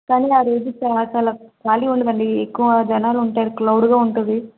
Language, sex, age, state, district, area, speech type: Telugu, female, 30-45, Andhra Pradesh, Vizianagaram, rural, conversation